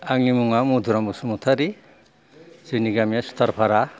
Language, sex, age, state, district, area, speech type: Bodo, male, 60+, Assam, Kokrajhar, rural, spontaneous